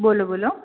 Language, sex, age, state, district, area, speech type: Gujarati, female, 45-60, Gujarat, Surat, urban, conversation